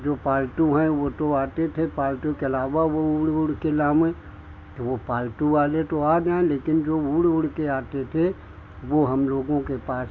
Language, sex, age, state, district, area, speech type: Hindi, male, 60+, Uttar Pradesh, Hardoi, rural, spontaneous